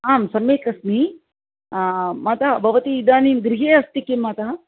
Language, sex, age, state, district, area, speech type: Sanskrit, female, 45-60, Andhra Pradesh, Chittoor, urban, conversation